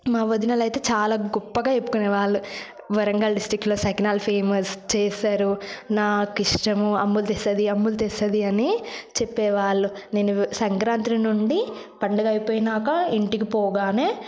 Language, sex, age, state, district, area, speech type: Telugu, female, 18-30, Telangana, Yadadri Bhuvanagiri, rural, spontaneous